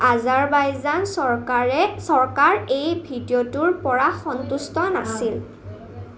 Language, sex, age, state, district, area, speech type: Assamese, female, 18-30, Assam, Nalbari, rural, read